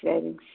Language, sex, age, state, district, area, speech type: Tamil, female, 60+, Tamil Nadu, Salem, rural, conversation